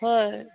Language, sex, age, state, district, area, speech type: Assamese, female, 45-60, Assam, Dhemaji, rural, conversation